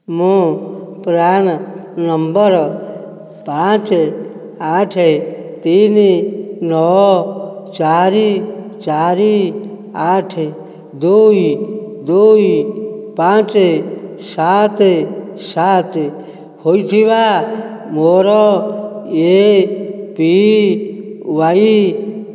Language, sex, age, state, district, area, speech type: Odia, male, 60+, Odisha, Nayagarh, rural, read